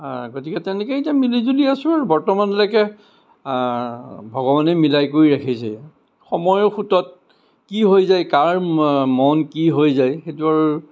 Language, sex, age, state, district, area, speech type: Assamese, male, 60+, Assam, Kamrup Metropolitan, urban, spontaneous